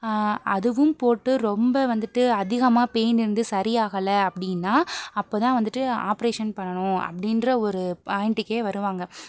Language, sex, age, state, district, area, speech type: Tamil, female, 18-30, Tamil Nadu, Pudukkottai, rural, spontaneous